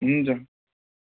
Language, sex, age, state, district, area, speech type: Nepali, male, 18-30, West Bengal, Kalimpong, rural, conversation